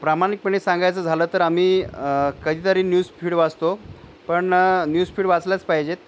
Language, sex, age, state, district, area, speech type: Marathi, male, 45-60, Maharashtra, Nanded, rural, spontaneous